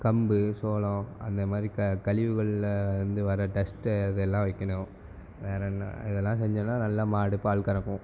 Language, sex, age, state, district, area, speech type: Tamil, male, 18-30, Tamil Nadu, Tirunelveli, rural, spontaneous